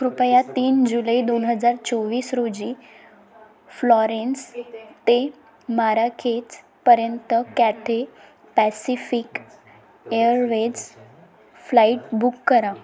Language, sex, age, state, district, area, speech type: Marathi, female, 18-30, Maharashtra, Wardha, rural, read